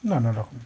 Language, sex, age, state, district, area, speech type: Bengali, male, 45-60, West Bengal, Howrah, urban, spontaneous